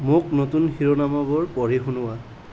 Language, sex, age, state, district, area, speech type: Assamese, male, 30-45, Assam, Nalbari, rural, read